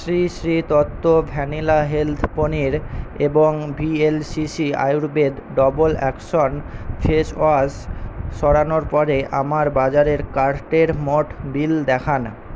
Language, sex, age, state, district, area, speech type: Bengali, male, 18-30, West Bengal, Paschim Medinipur, rural, read